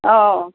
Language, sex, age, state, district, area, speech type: Assamese, female, 45-60, Assam, Nalbari, rural, conversation